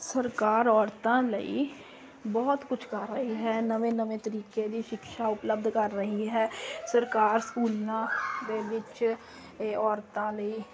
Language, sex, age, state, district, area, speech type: Punjabi, female, 30-45, Punjab, Kapurthala, urban, spontaneous